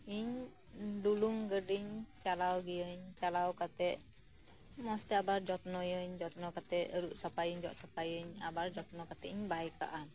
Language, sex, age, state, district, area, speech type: Santali, female, 30-45, West Bengal, Birbhum, rural, spontaneous